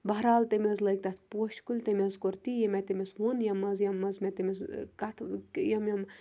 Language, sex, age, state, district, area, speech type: Kashmiri, female, 18-30, Jammu and Kashmir, Kupwara, rural, spontaneous